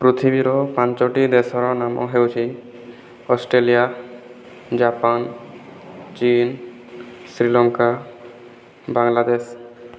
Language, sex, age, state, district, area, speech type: Odia, male, 30-45, Odisha, Boudh, rural, spontaneous